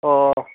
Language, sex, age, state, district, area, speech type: Manipuri, male, 60+, Manipur, Kangpokpi, urban, conversation